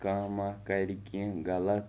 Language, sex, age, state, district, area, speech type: Kashmiri, male, 18-30, Jammu and Kashmir, Bandipora, rural, spontaneous